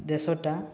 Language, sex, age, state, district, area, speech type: Odia, male, 18-30, Odisha, Subarnapur, urban, spontaneous